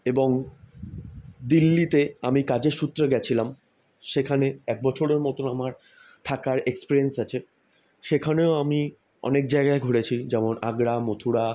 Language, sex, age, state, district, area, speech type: Bengali, male, 18-30, West Bengal, South 24 Parganas, urban, spontaneous